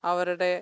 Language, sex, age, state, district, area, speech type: Malayalam, female, 45-60, Kerala, Kottayam, urban, spontaneous